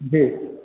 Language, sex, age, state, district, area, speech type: Hindi, male, 60+, Bihar, Begusarai, urban, conversation